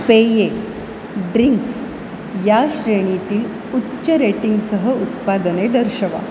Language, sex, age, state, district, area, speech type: Marathi, female, 45-60, Maharashtra, Mumbai Suburban, urban, read